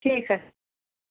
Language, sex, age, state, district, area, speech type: Maithili, female, 30-45, Bihar, Muzaffarpur, rural, conversation